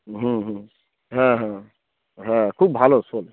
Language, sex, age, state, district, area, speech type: Bengali, male, 30-45, West Bengal, Darjeeling, rural, conversation